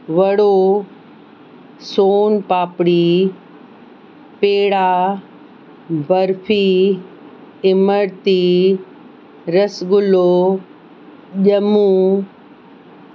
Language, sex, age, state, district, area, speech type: Sindhi, female, 18-30, Uttar Pradesh, Lucknow, urban, spontaneous